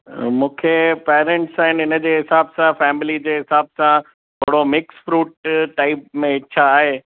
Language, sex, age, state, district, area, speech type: Sindhi, male, 18-30, Gujarat, Kutch, rural, conversation